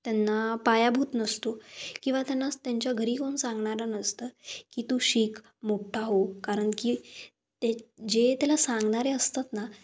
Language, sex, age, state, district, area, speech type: Marathi, female, 18-30, Maharashtra, Kolhapur, rural, spontaneous